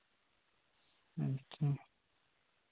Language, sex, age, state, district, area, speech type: Santali, male, 18-30, West Bengal, Bankura, rural, conversation